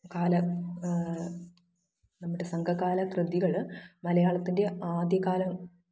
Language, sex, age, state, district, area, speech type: Malayalam, female, 18-30, Kerala, Thiruvananthapuram, rural, spontaneous